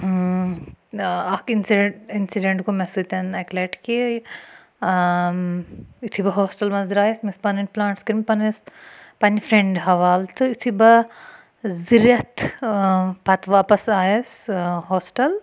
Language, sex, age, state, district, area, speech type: Kashmiri, female, 30-45, Jammu and Kashmir, Budgam, rural, spontaneous